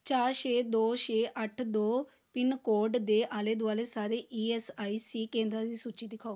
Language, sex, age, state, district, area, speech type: Punjabi, female, 30-45, Punjab, Amritsar, urban, read